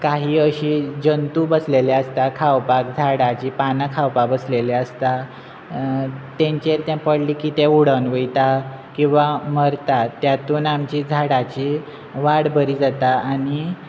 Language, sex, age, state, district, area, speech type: Goan Konkani, male, 18-30, Goa, Quepem, rural, spontaneous